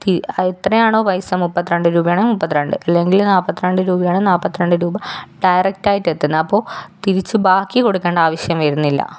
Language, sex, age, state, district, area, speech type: Malayalam, female, 30-45, Kerala, Kannur, rural, spontaneous